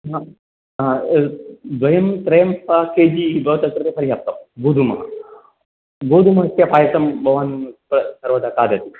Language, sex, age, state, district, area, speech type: Sanskrit, male, 45-60, Karnataka, Dakshina Kannada, rural, conversation